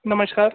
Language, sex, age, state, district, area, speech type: Hindi, male, 18-30, Rajasthan, Bharatpur, urban, conversation